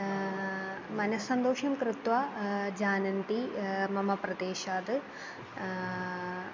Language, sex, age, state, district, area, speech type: Sanskrit, female, 18-30, Kerala, Kollam, rural, spontaneous